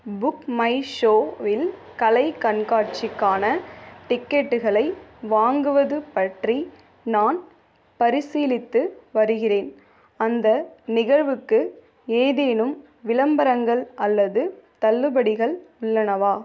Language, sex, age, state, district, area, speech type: Tamil, female, 18-30, Tamil Nadu, Ariyalur, rural, read